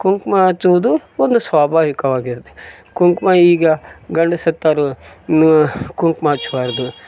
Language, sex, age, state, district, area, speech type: Kannada, male, 45-60, Karnataka, Koppal, rural, spontaneous